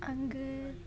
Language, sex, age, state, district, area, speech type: Tamil, female, 18-30, Tamil Nadu, Salem, urban, spontaneous